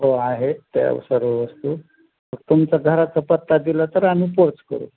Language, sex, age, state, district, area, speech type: Marathi, male, 45-60, Maharashtra, Osmanabad, rural, conversation